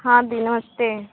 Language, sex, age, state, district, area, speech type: Hindi, female, 18-30, Uttar Pradesh, Mirzapur, urban, conversation